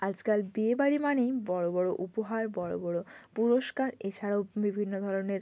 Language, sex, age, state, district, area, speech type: Bengali, female, 30-45, West Bengal, Bankura, urban, spontaneous